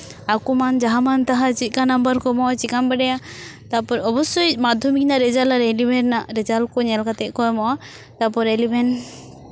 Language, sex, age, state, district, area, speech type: Santali, female, 18-30, West Bengal, Purba Bardhaman, rural, spontaneous